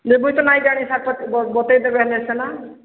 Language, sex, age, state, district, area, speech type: Odia, female, 45-60, Odisha, Sambalpur, rural, conversation